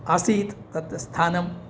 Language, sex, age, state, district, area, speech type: Sanskrit, male, 60+, Tamil Nadu, Mayiladuthurai, urban, spontaneous